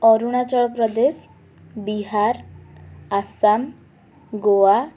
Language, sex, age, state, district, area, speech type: Odia, female, 18-30, Odisha, Cuttack, urban, spontaneous